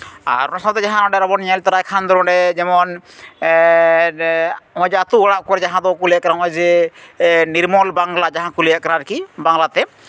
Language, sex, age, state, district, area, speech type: Santali, male, 30-45, West Bengal, Jhargram, rural, spontaneous